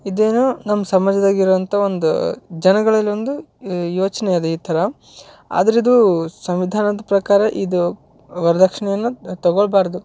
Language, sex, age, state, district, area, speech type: Kannada, male, 18-30, Karnataka, Yadgir, urban, spontaneous